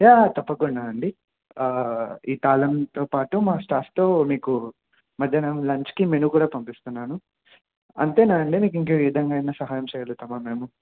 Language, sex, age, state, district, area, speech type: Telugu, male, 18-30, Telangana, Mahabubabad, urban, conversation